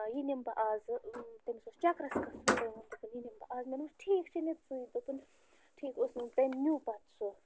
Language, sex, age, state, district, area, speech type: Kashmiri, female, 30-45, Jammu and Kashmir, Bandipora, rural, spontaneous